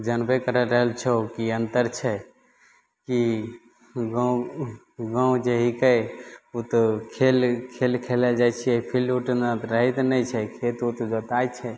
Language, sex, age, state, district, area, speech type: Maithili, male, 18-30, Bihar, Begusarai, rural, spontaneous